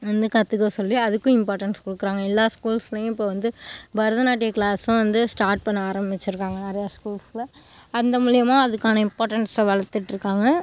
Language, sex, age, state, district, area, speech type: Tamil, female, 18-30, Tamil Nadu, Mayiladuthurai, rural, spontaneous